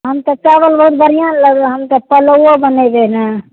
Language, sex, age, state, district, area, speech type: Maithili, female, 30-45, Bihar, Saharsa, rural, conversation